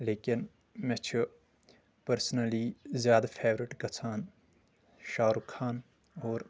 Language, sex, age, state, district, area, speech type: Kashmiri, male, 18-30, Jammu and Kashmir, Shopian, urban, spontaneous